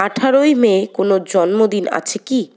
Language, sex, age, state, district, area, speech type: Bengali, female, 18-30, West Bengal, Paschim Bardhaman, urban, read